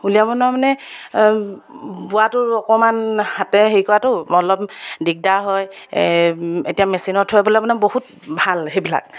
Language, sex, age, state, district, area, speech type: Assamese, female, 30-45, Assam, Sivasagar, rural, spontaneous